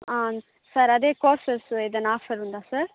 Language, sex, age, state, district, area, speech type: Telugu, female, 18-30, Andhra Pradesh, Chittoor, urban, conversation